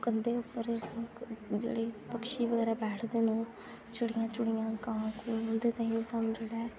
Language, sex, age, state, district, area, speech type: Dogri, female, 18-30, Jammu and Kashmir, Kathua, rural, spontaneous